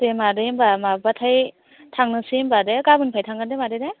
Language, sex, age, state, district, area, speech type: Bodo, female, 18-30, Assam, Baksa, rural, conversation